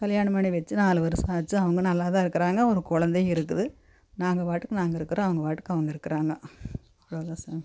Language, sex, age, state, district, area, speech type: Tamil, female, 45-60, Tamil Nadu, Coimbatore, urban, spontaneous